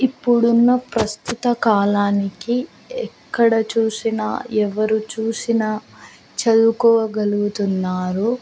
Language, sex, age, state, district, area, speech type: Telugu, female, 18-30, Andhra Pradesh, Nandyal, rural, spontaneous